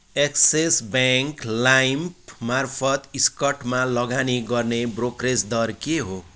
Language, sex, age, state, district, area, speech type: Nepali, male, 45-60, West Bengal, Kalimpong, rural, read